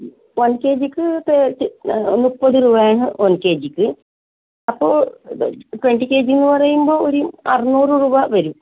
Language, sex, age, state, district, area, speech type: Malayalam, female, 60+, Kerala, Kasaragod, rural, conversation